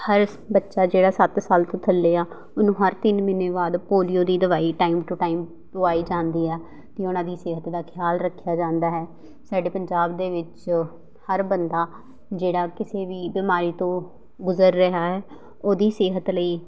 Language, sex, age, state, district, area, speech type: Punjabi, female, 18-30, Punjab, Patiala, urban, spontaneous